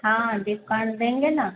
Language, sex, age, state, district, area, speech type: Hindi, female, 30-45, Bihar, Samastipur, rural, conversation